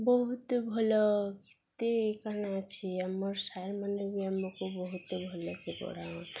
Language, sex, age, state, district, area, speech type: Odia, female, 18-30, Odisha, Nuapada, urban, spontaneous